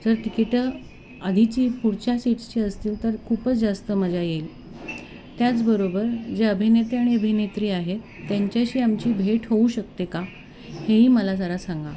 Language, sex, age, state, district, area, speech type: Marathi, female, 45-60, Maharashtra, Thane, rural, spontaneous